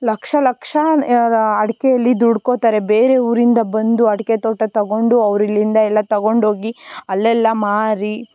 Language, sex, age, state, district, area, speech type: Kannada, female, 18-30, Karnataka, Tumkur, rural, spontaneous